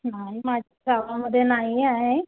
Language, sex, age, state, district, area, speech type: Marathi, female, 30-45, Maharashtra, Yavatmal, rural, conversation